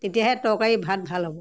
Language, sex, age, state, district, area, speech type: Assamese, female, 60+, Assam, Morigaon, rural, spontaneous